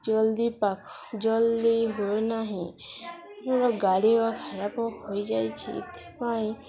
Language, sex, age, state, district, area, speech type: Odia, female, 18-30, Odisha, Nuapada, urban, spontaneous